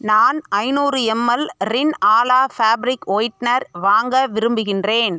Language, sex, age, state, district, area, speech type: Tamil, female, 18-30, Tamil Nadu, Sivaganga, rural, read